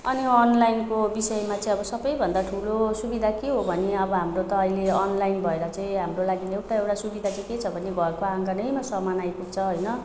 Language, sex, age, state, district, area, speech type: Nepali, female, 30-45, West Bengal, Alipurduar, urban, spontaneous